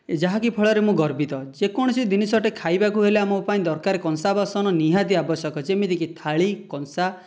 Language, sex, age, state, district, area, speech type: Odia, male, 18-30, Odisha, Dhenkanal, rural, spontaneous